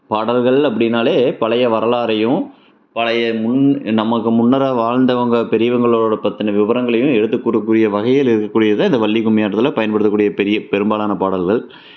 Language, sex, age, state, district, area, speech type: Tamil, male, 30-45, Tamil Nadu, Tiruppur, rural, spontaneous